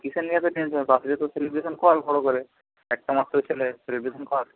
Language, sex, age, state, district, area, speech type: Bengali, male, 45-60, West Bengal, Purba Medinipur, rural, conversation